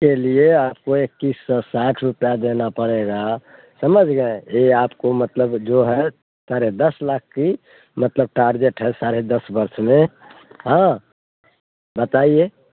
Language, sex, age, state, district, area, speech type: Hindi, male, 60+, Bihar, Muzaffarpur, rural, conversation